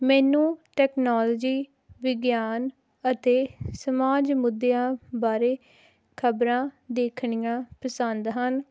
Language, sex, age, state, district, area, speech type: Punjabi, female, 18-30, Punjab, Hoshiarpur, rural, spontaneous